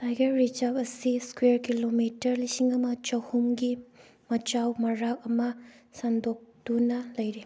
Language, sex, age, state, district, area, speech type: Manipuri, female, 18-30, Manipur, Thoubal, rural, read